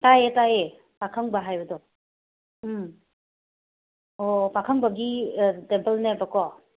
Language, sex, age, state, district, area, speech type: Manipuri, female, 30-45, Manipur, Imphal West, urban, conversation